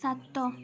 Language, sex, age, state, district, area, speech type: Odia, female, 18-30, Odisha, Mayurbhanj, rural, read